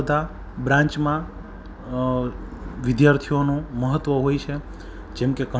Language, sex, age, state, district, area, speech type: Gujarati, male, 30-45, Gujarat, Rajkot, urban, spontaneous